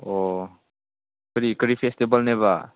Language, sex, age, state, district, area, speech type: Manipuri, male, 30-45, Manipur, Chandel, rural, conversation